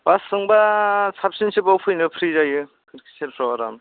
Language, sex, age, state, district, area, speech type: Bodo, male, 45-60, Assam, Kokrajhar, rural, conversation